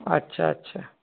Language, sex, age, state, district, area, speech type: Bengali, male, 45-60, West Bengal, Darjeeling, rural, conversation